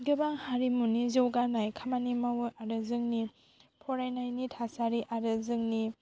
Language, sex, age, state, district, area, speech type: Bodo, female, 18-30, Assam, Baksa, rural, spontaneous